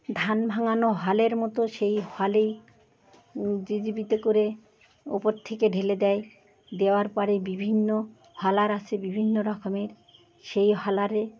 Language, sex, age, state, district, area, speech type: Bengali, female, 60+, West Bengal, Birbhum, urban, spontaneous